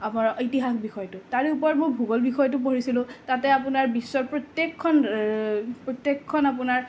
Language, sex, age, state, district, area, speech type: Assamese, female, 30-45, Assam, Nalbari, rural, spontaneous